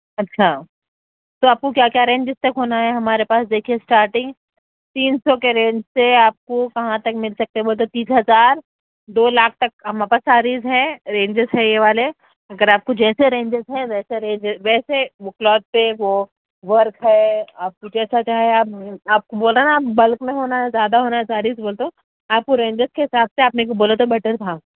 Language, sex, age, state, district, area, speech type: Urdu, female, 30-45, Telangana, Hyderabad, urban, conversation